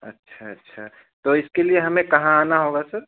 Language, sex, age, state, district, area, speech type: Hindi, male, 30-45, Uttar Pradesh, Chandauli, rural, conversation